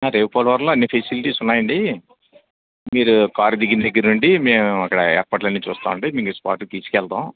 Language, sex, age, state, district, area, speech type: Telugu, male, 60+, Andhra Pradesh, Anakapalli, urban, conversation